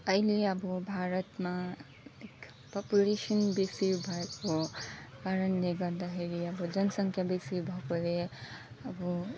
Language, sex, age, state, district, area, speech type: Nepali, female, 30-45, West Bengal, Alipurduar, rural, spontaneous